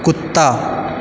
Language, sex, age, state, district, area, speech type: Maithili, male, 18-30, Bihar, Purnia, urban, read